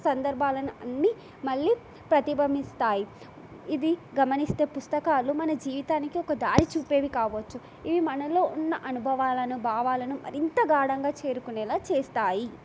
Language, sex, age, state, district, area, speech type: Telugu, female, 18-30, Telangana, Nagarkurnool, urban, spontaneous